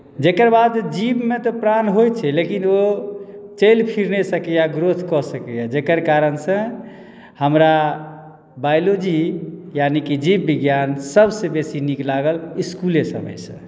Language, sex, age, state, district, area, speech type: Maithili, male, 30-45, Bihar, Madhubani, rural, spontaneous